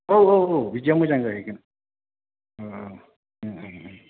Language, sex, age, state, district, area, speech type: Bodo, male, 30-45, Assam, Chirang, urban, conversation